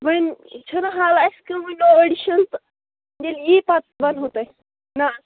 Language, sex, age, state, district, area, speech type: Kashmiri, female, 18-30, Jammu and Kashmir, Shopian, rural, conversation